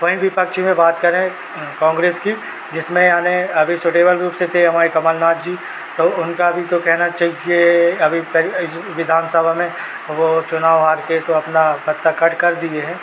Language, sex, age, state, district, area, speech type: Hindi, male, 30-45, Madhya Pradesh, Seoni, urban, spontaneous